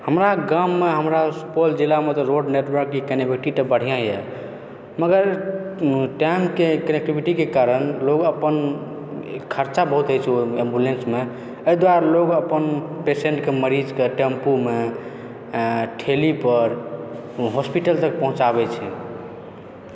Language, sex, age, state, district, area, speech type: Maithili, male, 18-30, Bihar, Supaul, rural, spontaneous